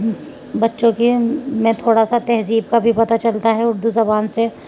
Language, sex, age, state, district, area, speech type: Urdu, female, 45-60, Uttar Pradesh, Muzaffarnagar, urban, spontaneous